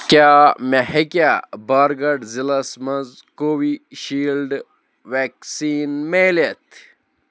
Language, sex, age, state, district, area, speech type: Kashmiri, male, 18-30, Jammu and Kashmir, Bandipora, rural, read